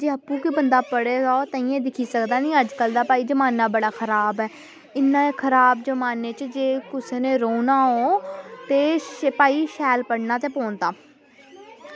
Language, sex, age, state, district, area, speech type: Dogri, female, 18-30, Jammu and Kashmir, Samba, rural, spontaneous